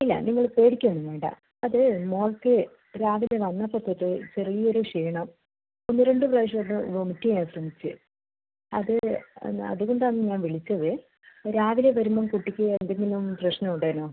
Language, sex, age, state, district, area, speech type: Malayalam, female, 30-45, Kerala, Kannur, rural, conversation